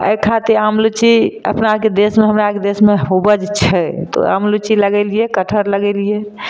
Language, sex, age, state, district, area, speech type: Maithili, female, 45-60, Bihar, Madhepura, rural, spontaneous